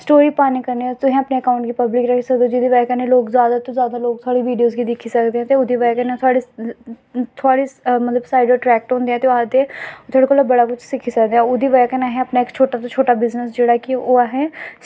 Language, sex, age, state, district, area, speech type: Dogri, female, 18-30, Jammu and Kashmir, Samba, rural, spontaneous